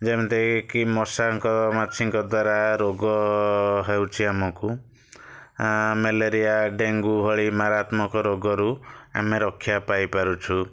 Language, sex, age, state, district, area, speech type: Odia, male, 30-45, Odisha, Kalahandi, rural, spontaneous